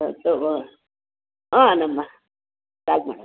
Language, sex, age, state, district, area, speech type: Kannada, female, 60+, Karnataka, Chamarajanagar, rural, conversation